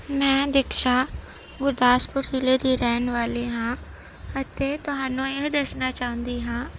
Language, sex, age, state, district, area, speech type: Punjabi, female, 30-45, Punjab, Gurdaspur, rural, spontaneous